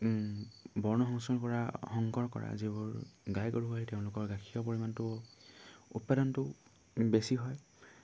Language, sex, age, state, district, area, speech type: Assamese, male, 18-30, Assam, Dhemaji, rural, spontaneous